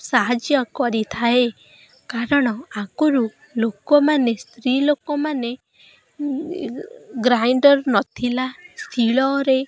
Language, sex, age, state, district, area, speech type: Odia, female, 18-30, Odisha, Kendrapara, urban, spontaneous